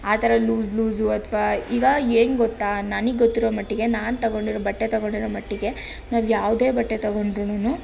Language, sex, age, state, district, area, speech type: Kannada, female, 18-30, Karnataka, Tumkur, rural, spontaneous